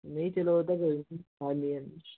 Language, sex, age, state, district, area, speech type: Punjabi, male, 18-30, Punjab, Hoshiarpur, rural, conversation